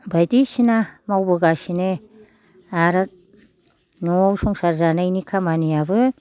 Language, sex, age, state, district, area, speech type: Bodo, female, 60+, Assam, Kokrajhar, rural, spontaneous